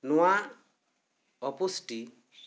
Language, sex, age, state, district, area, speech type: Santali, male, 30-45, West Bengal, Bankura, rural, spontaneous